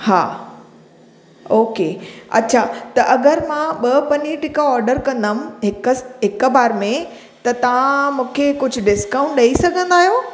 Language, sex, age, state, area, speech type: Sindhi, female, 30-45, Chhattisgarh, urban, spontaneous